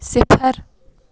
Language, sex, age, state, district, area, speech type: Kashmiri, female, 45-60, Jammu and Kashmir, Baramulla, rural, read